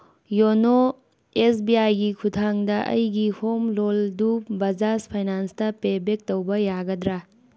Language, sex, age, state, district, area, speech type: Manipuri, female, 30-45, Manipur, Tengnoupal, urban, read